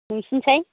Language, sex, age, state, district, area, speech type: Bodo, female, 45-60, Assam, Baksa, rural, conversation